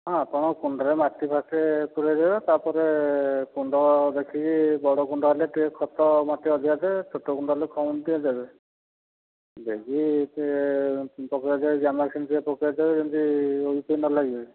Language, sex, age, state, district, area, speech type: Odia, male, 60+, Odisha, Dhenkanal, rural, conversation